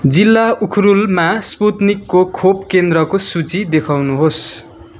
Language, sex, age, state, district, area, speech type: Nepali, male, 18-30, West Bengal, Darjeeling, rural, read